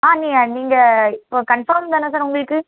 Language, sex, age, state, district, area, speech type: Tamil, female, 18-30, Tamil Nadu, Tirunelveli, rural, conversation